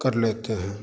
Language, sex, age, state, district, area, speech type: Hindi, male, 30-45, Bihar, Madhepura, rural, spontaneous